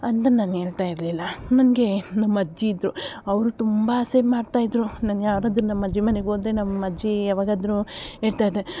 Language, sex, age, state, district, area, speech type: Kannada, female, 45-60, Karnataka, Davanagere, urban, spontaneous